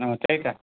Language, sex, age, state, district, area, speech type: Nepali, male, 60+, West Bengal, Kalimpong, rural, conversation